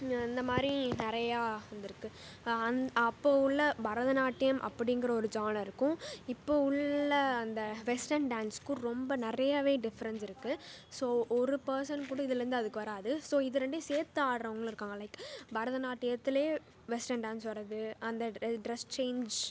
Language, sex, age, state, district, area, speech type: Tamil, female, 18-30, Tamil Nadu, Pudukkottai, rural, spontaneous